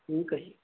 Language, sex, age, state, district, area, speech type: Punjabi, male, 45-60, Punjab, Muktsar, urban, conversation